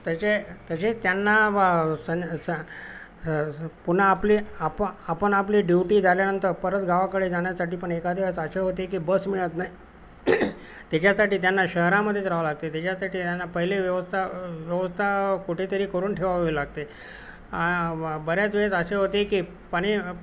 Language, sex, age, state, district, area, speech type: Marathi, male, 60+, Maharashtra, Nanded, urban, spontaneous